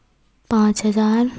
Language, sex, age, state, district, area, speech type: Hindi, female, 18-30, Madhya Pradesh, Hoshangabad, urban, spontaneous